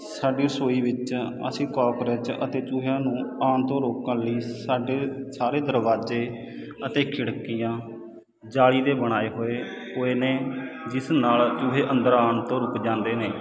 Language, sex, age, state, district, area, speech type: Punjabi, male, 30-45, Punjab, Sangrur, rural, spontaneous